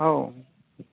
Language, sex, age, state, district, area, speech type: Bodo, male, 45-60, Assam, Udalguri, rural, conversation